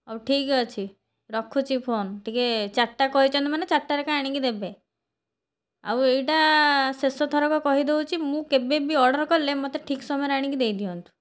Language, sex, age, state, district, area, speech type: Odia, female, 30-45, Odisha, Cuttack, urban, spontaneous